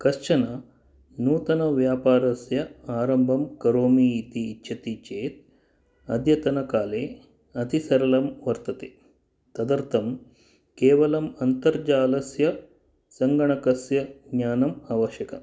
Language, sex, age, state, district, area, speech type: Sanskrit, male, 45-60, Karnataka, Dakshina Kannada, urban, spontaneous